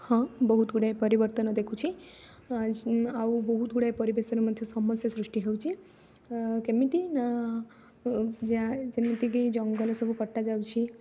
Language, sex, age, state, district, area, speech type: Odia, female, 18-30, Odisha, Rayagada, rural, spontaneous